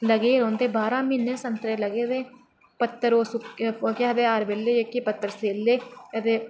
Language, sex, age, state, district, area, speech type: Dogri, female, 30-45, Jammu and Kashmir, Reasi, rural, spontaneous